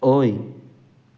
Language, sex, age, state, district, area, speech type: Manipuri, male, 18-30, Manipur, Thoubal, rural, read